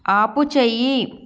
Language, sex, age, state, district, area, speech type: Telugu, female, 18-30, Andhra Pradesh, Srikakulam, urban, read